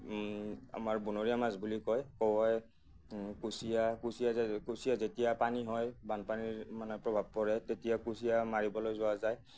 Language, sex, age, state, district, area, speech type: Assamese, male, 30-45, Assam, Nagaon, rural, spontaneous